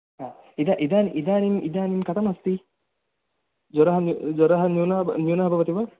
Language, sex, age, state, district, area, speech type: Sanskrit, male, 18-30, Karnataka, Dakshina Kannada, rural, conversation